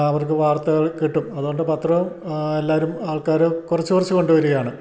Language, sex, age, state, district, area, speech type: Malayalam, male, 60+, Kerala, Idukki, rural, spontaneous